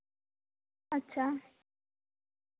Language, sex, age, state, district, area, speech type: Santali, female, 18-30, West Bengal, Bankura, rural, conversation